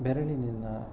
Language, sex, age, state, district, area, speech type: Kannada, male, 30-45, Karnataka, Udupi, rural, spontaneous